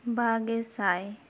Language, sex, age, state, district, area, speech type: Santali, female, 18-30, West Bengal, Jhargram, rural, spontaneous